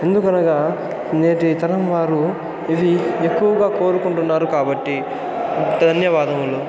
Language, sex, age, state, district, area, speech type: Telugu, male, 18-30, Andhra Pradesh, Chittoor, rural, spontaneous